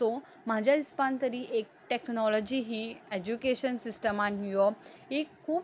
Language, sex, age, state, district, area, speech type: Goan Konkani, female, 18-30, Goa, Ponda, urban, spontaneous